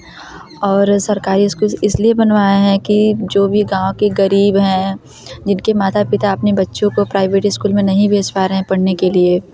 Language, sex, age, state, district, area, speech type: Hindi, female, 18-30, Uttar Pradesh, Varanasi, rural, spontaneous